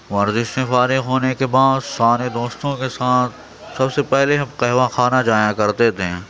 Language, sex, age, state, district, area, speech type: Urdu, male, 30-45, Uttar Pradesh, Gautam Buddha Nagar, rural, spontaneous